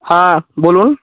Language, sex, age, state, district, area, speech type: Bengali, male, 18-30, West Bengal, Paschim Medinipur, rural, conversation